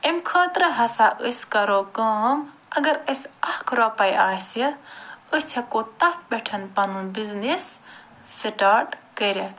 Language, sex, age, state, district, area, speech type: Kashmiri, female, 45-60, Jammu and Kashmir, Ganderbal, urban, spontaneous